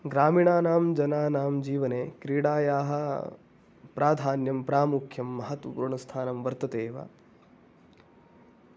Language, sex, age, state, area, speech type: Sanskrit, male, 18-30, Haryana, rural, spontaneous